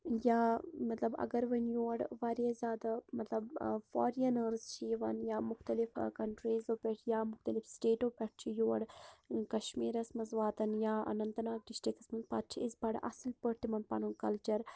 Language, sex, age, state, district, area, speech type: Kashmiri, female, 18-30, Jammu and Kashmir, Anantnag, rural, spontaneous